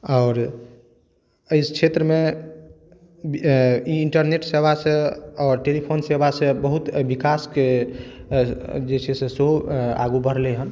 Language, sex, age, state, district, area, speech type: Maithili, male, 45-60, Bihar, Madhubani, urban, spontaneous